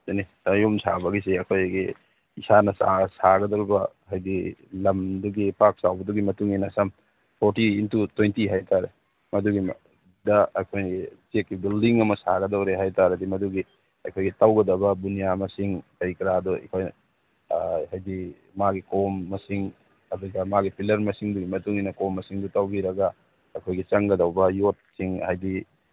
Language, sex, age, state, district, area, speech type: Manipuri, male, 45-60, Manipur, Churachandpur, rural, conversation